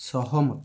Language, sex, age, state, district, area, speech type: Odia, male, 45-60, Odisha, Balasore, rural, read